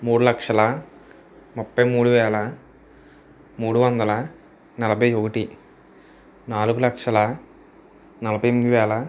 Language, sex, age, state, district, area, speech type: Telugu, male, 18-30, Andhra Pradesh, Eluru, rural, spontaneous